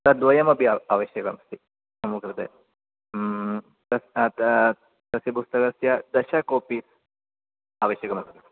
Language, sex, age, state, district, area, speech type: Sanskrit, male, 18-30, Kerala, Kottayam, urban, conversation